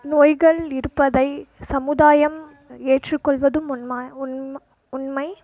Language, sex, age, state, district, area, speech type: Tamil, female, 18-30, Tamil Nadu, Krishnagiri, rural, spontaneous